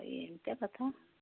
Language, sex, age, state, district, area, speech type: Odia, female, 60+, Odisha, Jagatsinghpur, rural, conversation